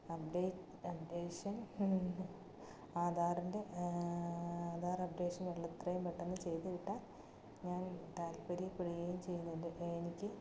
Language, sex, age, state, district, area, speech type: Malayalam, female, 45-60, Kerala, Alappuzha, rural, spontaneous